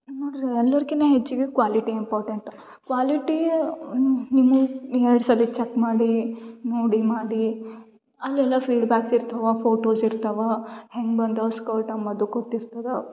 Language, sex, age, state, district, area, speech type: Kannada, female, 18-30, Karnataka, Gulbarga, urban, spontaneous